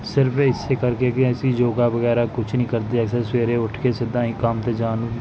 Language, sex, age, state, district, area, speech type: Punjabi, male, 30-45, Punjab, Pathankot, urban, spontaneous